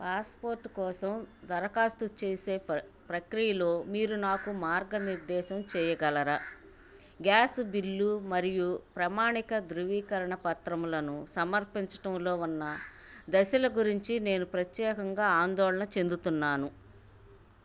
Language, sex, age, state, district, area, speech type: Telugu, female, 45-60, Andhra Pradesh, Bapatla, urban, read